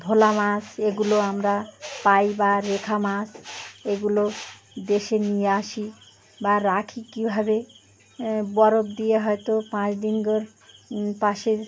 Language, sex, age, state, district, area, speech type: Bengali, female, 60+, West Bengal, Birbhum, urban, spontaneous